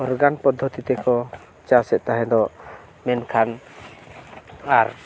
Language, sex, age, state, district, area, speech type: Santali, male, 45-60, Odisha, Mayurbhanj, rural, spontaneous